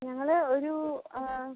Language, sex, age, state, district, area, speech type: Malayalam, other, 18-30, Kerala, Kozhikode, urban, conversation